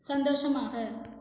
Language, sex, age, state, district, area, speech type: Tamil, female, 18-30, Tamil Nadu, Cuddalore, rural, read